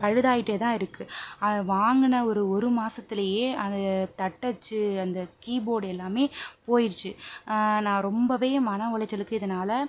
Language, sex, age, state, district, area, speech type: Tamil, female, 18-30, Tamil Nadu, Pudukkottai, rural, spontaneous